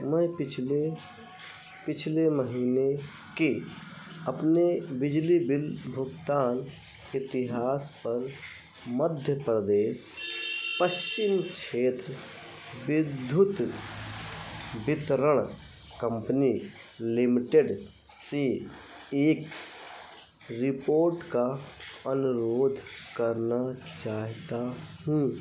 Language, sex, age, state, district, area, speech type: Hindi, male, 45-60, Uttar Pradesh, Ayodhya, rural, read